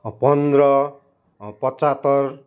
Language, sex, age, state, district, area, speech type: Nepali, male, 45-60, West Bengal, Kalimpong, rural, spontaneous